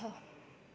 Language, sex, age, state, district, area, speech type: Nepali, female, 18-30, West Bengal, Darjeeling, rural, read